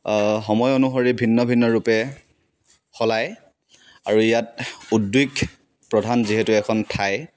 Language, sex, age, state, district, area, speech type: Assamese, male, 18-30, Assam, Dibrugarh, rural, spontaneous